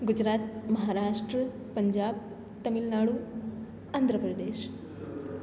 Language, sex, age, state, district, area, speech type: Gujarati, female, 18-30, Gujarat, Surat, rural, spontaneous